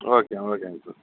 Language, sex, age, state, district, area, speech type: Tamil, male, 45-60, Tamil Nadu, Dharmapuri, rural, conversation